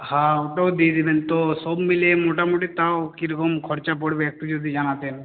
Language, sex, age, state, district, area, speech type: Bengali, male, 60+, West Bengal, Purulia, rural, conversation